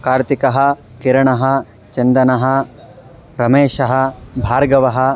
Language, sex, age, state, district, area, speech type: Sanskrit, male, 18-30, Karnataka, Mandya, rural, spontaneous